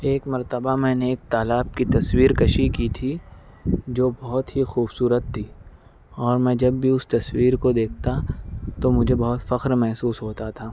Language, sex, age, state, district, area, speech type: Urdu, male, 45-60, Maharashtra, Nashik, urban, spontaneous